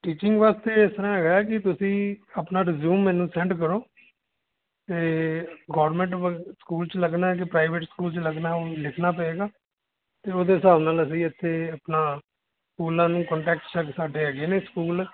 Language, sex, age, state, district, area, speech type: Punjabi, male, 60+, Punjab, Amritsar, urban, conversation